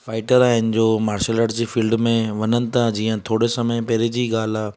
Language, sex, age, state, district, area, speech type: Sindhi, male, 30-45, Gujarat, Surat, urban, spontaneous